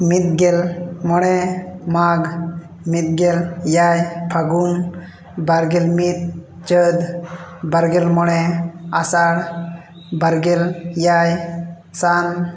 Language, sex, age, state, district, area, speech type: Santali, male, 18-30, Jharkhand, East Singhbhum, rural, spontaneous